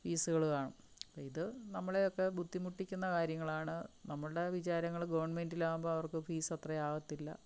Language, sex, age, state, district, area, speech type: Malayalam, female, 45-60, Kerala, Palakkad, rural, spontaneous